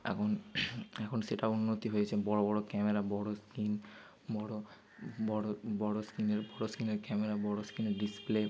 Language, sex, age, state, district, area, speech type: Bengali, male, 30-45, West Bengal, Bankura, urban, spontaneous